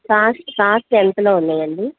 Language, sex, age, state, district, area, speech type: Telugu, female, 60+, Andhra Pradesh, Guntur, urban, conversation